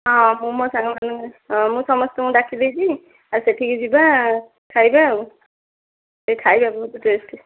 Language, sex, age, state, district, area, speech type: Odia, female, 18-30, Odisha, Dhenkanal, rural, conversation